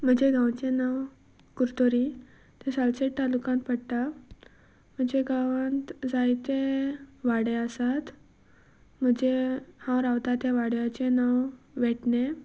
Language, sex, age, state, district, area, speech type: Goan Konkani, female, 18-30, Goa, Salcete, rural, spontaneous